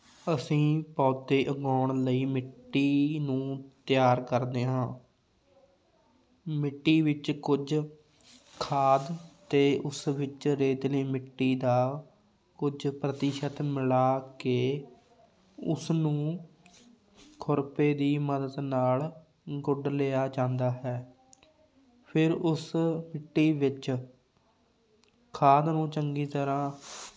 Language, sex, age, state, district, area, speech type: Punjabi, male, 18-30, Punjab, Fatehgarh Sahib, rural, spontaneous